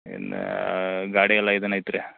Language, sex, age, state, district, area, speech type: Kannada, male, 30-45, Karnataka, Belgaum, rural, conversation